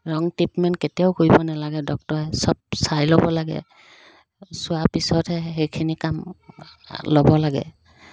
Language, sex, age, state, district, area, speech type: Assamese, female, 30-45, Assam, Dibrugarh, rural, spontaneous